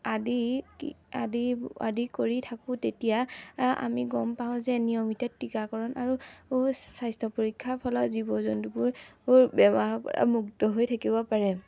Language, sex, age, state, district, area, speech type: Assamese, female, 18-30, Assam, Majuli, urban, spontaneous